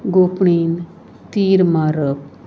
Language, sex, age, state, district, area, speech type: Goan Konkani, female, 45-60, Goa, Salcete, rural, spontaneous